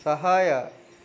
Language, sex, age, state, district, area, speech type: Kannada, male, 30-45, Karnataka, Chikkaballapur, rural, read